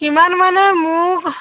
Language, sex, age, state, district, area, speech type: Assamese, female, 30-45, Assam, Majuli, urban, conversation